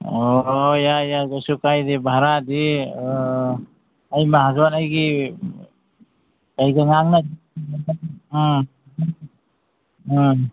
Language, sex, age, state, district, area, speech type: Manipuri, male, 45-60, Manipur, Imphal East, rural, conversation